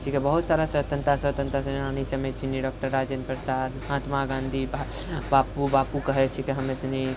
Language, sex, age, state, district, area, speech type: Maithili, male, 30-45, Bihar, Purnia, rural, spontaneous